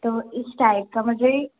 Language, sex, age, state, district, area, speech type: Hindi, female, 18-30, Madhya Pradesh, Bhopal, urban, conversation